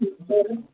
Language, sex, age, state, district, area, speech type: Telugu, male, 60+, Andhra Pradesh, Konaseema, rural, conversation